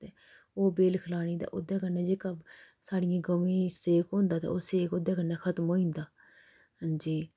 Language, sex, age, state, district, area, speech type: Dogri, female, 30-45, Jammu and Kashmir, Udhampur, rural, spontaneous